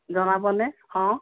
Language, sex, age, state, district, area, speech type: Assamese, female, 60+, Assam, Tinsukia, rural, conversation